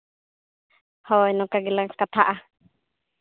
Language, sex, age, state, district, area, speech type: Santali, female, 30-45, Jharkhand, Seraikela Kharsawan, rural, conversation